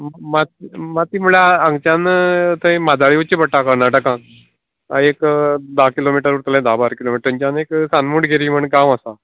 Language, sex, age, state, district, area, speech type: Goan Konkani, male, 45-60, Goa, Canacona, rural, conversation